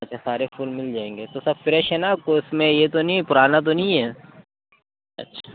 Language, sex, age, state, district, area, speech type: Urdu, male, 30-45, Uttar Pradesh, Lucknow, urban, conversation